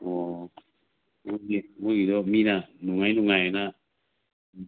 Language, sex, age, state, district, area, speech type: Manipuri, male, 45-60, Manipur, Imphal East, rural, conversation